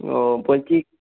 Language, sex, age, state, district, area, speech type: Bengali, male, 18-30, West Bengal, Nadia, rural, conversation